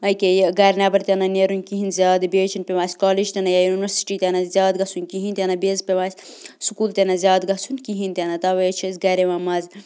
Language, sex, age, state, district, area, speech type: Kashmiri, female, 30-45, Jammu and Kashmir, Bandipora, rural, spontaneous